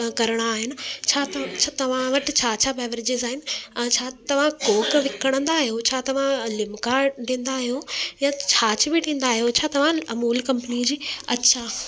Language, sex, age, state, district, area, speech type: Sindhi, female, 18-30, Delhi, South Delhi, urban, spontaneous